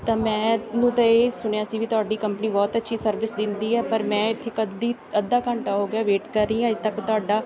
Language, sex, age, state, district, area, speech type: Punjabi, female, 18-30, Punjab, Bathinda, rural, spontaneous